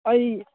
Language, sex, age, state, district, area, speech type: Manipuri, male, 45-60, Manipur, Churachandpur, rural, conversation